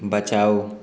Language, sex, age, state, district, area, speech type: Hindi, male, 18-30, Uttar Pradesh, Ghazipur, rural, read